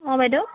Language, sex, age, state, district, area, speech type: Assamese, female, 18-30, Assam, Sivasagar, rural, conversation